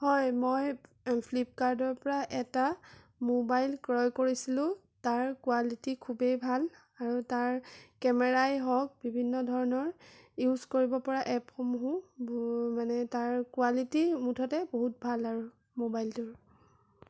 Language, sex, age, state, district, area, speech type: Assamese, female, 18-30, Assam, Sonitpur, urban, spontaneous